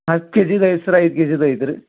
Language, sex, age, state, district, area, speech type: Kannada, male, 30-45, Karnataka, Gadag, rural, conversation